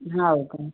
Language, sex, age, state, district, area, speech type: Marathi, female, 30-45, Maharashtra, Wardha, rural, conversation